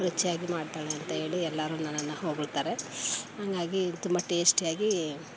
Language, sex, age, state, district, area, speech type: Kannada, female, 45-60, Karnataka, Mandya, rural, spontaneous